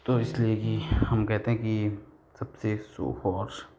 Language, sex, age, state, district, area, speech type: Hindi, male, 45-60, Uttar Pradesh, Lucknow, rural, spontaneous